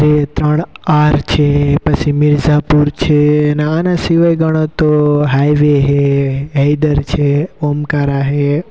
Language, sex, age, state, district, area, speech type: Gujarati, male, 18-30, Gujarat, Rajkot, rural, spontaneous